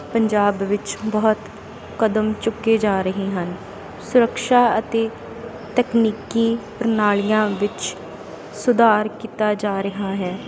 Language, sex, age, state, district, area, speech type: Punjabi, female, 30-45, Punjab, Sangrur, rural, spontaneous